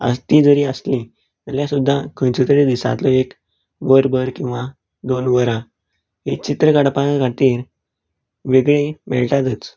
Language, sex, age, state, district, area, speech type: Goan Konkani, male, 18-30, Goa, Canacona, rural, spontaneous